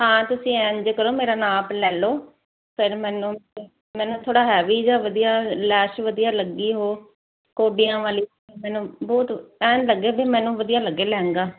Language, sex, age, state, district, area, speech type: Punjabi, female, 30-45, Punjab, Firozpur, urban, conversation